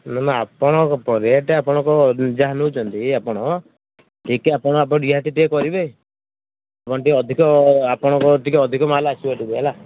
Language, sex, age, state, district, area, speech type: Odia, male, 30-45, Odisha, Kendujhar, urban, conversation